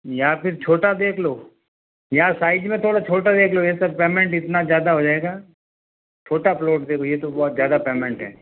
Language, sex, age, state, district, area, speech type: Hindi, male, 45-60, Rajasthan, Jodhpur, urban, conversation